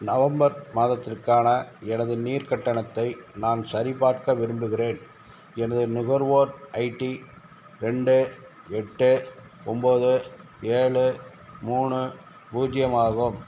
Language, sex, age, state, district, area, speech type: Tamil, male, 60+, Tamil Nadu, Madurai, rural, read